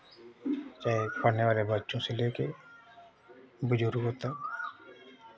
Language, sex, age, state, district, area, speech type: Hindi, male, 30-45, Uttar Pradesh, Chandauli, rural, spontaneous